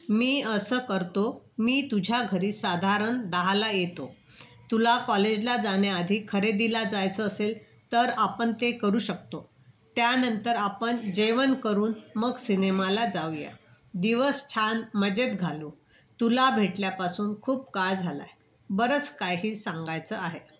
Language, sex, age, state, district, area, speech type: Marathi, female, 60+, Maharashtra, Wardha, urban, read